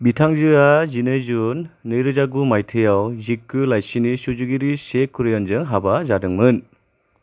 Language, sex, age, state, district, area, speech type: Bodo, male, 30-45, Assam, Kokrajhar, rural, read